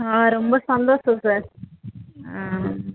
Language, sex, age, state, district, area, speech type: Tamil, female, 18-30, Tamil Nadu, Perambalur, urban, conversation